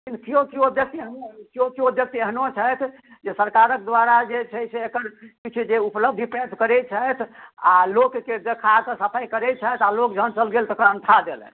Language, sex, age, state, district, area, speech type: Maithili, male, 60+, Bihar, Madhubani, urban, conversation